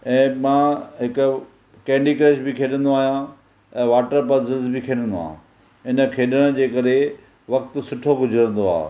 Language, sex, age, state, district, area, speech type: Sindhi, male, 45-60, Maharashtra, Thane, urban, spontaneous